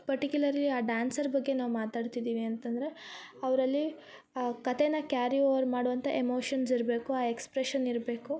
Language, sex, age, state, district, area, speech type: Kannada, female, 18-30, Karnataka, Koppal, rural, spontaneous